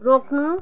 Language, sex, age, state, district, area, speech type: Nepali, female, 45-60, West Bengal, Jalpaiguri, urban, read